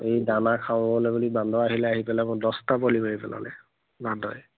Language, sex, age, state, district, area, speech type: Assamese, male, 30-45, Assam, Majuli, urban, conversation